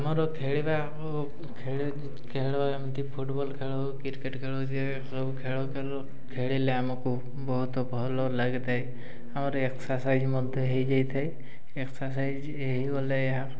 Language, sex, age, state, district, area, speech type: Odia, male, 18-30, Odisha, Mayurbhanj, rural, spontaneous